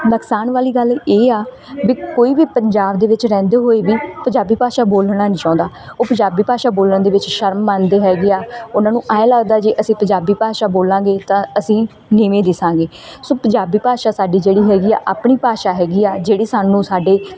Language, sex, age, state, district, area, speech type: Punjabi, female, 18-30, Punjab, Bathinda, rural, spontaneous